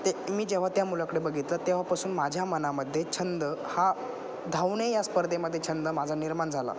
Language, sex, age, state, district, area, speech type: Marathi, male, 18-30, Maharashtra, Ahmednagar, rural, spontaneous